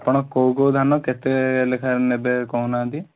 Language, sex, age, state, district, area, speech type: Odia, male, 18-30, Odisha, Kalahandi, rural, conversation